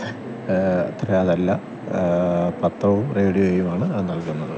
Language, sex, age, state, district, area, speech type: Malayalam, male, 30-45, Kerala, Thiruvananthapuram, rural, spontaneous